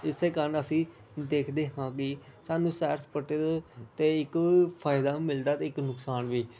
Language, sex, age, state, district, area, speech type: Punjabi, male, 18-30, Punjab, Pathankot, rural, spontaneous